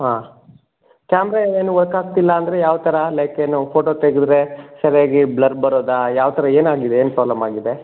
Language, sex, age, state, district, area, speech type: Kannada, male, 30-45, Karnataka, Chikkaballapur, rural, conversation